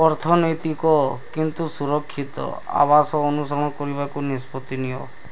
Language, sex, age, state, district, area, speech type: Odia, male, 30-45, Odisha, Bargarh, rural, read